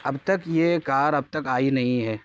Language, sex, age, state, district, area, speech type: Urdu, male, 18-30, Bihar, Purnia, rural, spontaneous